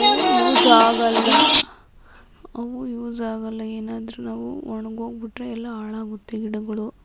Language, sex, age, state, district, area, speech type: Kannada, female, 60+, Karnataka, Tumkur, rural, spontaneous